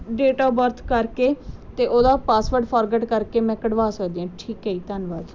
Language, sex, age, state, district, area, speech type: Punjabi, female, 18-30, Punjab, Muktsar, urban, spontaneous